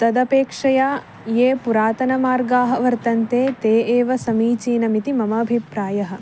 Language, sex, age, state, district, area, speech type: Sanskrit, female, 18-30, Karnataka, Uttara Kannada, rural, spontaneous